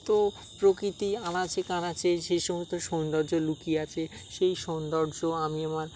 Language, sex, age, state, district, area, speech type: Bengali, male, 30-45, West Bengal, Dakshin Dinajpur, urban, spontaneous